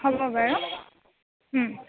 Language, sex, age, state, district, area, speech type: Assamese, female, 18-30, Assam, Kamrup Metropolitan, urban, conversation